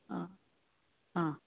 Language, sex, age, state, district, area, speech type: Kannada, female, 60+, Karnataka, Bangalore Rural, rural, conversation